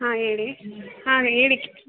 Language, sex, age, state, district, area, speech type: Kannada, female, 30-45, Karnataka, Kolar, rural, conversation